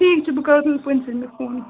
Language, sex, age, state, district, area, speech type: Kashmiri, female, 18-30, Jammu and Kashmir, Srinagar, urban, conversation